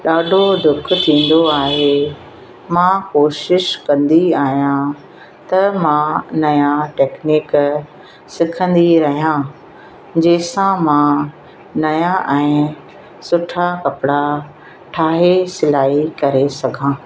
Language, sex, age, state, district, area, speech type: Sindhi, female, 60+, Madhya Pradesh, Katni, urban, spontaneous